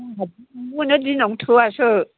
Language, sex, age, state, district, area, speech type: Bodo, female, 60+, Assam, Chirang, rural, conversation